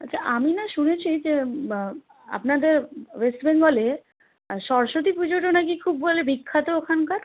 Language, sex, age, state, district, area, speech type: Bengali, female, 18-30, West Bengal, Malda, rural, conversation